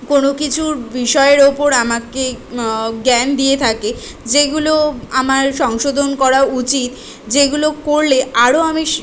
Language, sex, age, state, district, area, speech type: Bengali, female, 18-30, West Bengal, Kolkata, urban, spontaneous